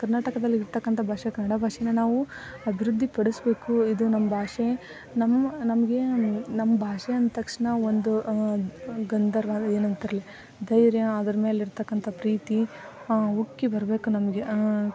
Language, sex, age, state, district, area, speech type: Kannada, female, 18-30, Karnataka, Koppal, rural, spontaneous